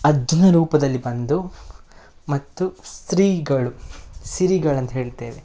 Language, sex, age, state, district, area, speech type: Kannada, male, 30-45, Karnataka, Udupi, rural, spontaneous